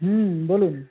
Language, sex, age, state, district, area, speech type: Bengali, male, 30-45, West Bengal, Uttar Dinajpur, urban, conversation